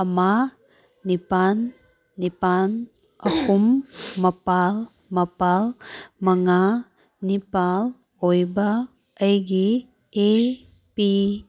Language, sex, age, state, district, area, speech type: Manipuri, female, 18-30, Manipur, Kangpokpi, urban, read